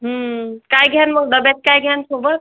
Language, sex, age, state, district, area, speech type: Marathi, female, 30-45, Maharashtra, Amravati, rural, conversation